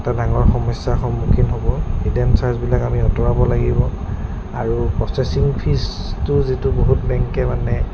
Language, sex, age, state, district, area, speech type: Assamese, male, 30-45, Assam, Goalpara, urban, spontaneous